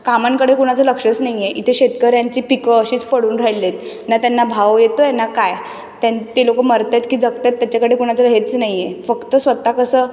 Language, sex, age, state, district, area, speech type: Marathi, female, 18-30, Maharashtra, Mumbai City, urban, spontaneous